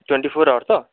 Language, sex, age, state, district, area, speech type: Bengali, male, 30-45, West Bengal, Jalpaiguri, rural, conversation